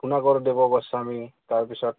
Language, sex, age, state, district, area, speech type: Assamese, male, 30-45, Assam, Goalpara, urban, conversation